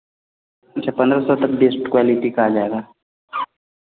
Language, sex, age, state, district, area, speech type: Hindi, male, 18-30, Bihar, Vaishali, rural, conversation